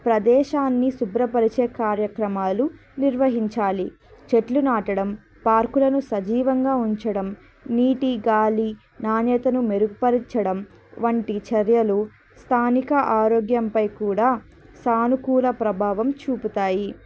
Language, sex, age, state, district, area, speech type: Telugu, female, 18-30, Andhra Pradesh, Annamaya, rural, spontaneous